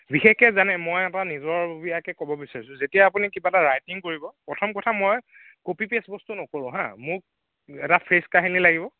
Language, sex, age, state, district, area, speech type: Assamese, male, 18-30, Assam, Nagaon, rural, conversation